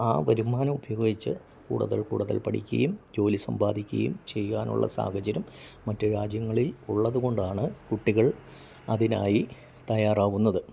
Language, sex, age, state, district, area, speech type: Malayalam, male, 60+, Kerala, Idukki, rural, spontaneous